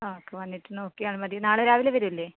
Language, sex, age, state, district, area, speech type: Malayalam, female, 18-30, Kerala, Kasaragod, rural, conversation